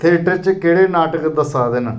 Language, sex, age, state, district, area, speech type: Dogri, male, 45-60, Jammu and Kashmir, Reasi, rural, read